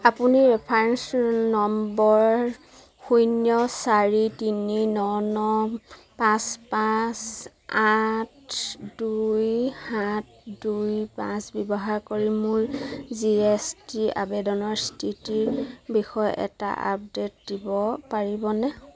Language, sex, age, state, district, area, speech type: Assamese, female, 30-45, Assam, Sivasagar, rural, read